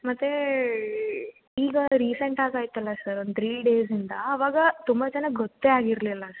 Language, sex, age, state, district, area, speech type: Kannada, female, 18-30, Karnataka, Gulbarga, urban, conversation